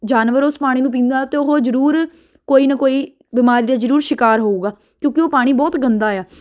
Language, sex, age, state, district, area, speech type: Punjabi, female, 18-30, Punjab, Ludhiana, urban, spontaneous